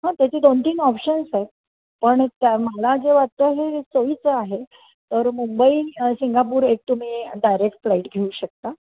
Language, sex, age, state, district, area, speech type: Marathi, female, 60+, Maharashtra, Pune, urban, conversation